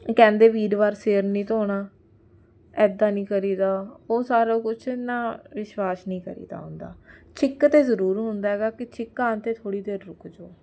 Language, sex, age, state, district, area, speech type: Punjabi, female, 18-30, Punjab, Jalandhar, urban, spontaneous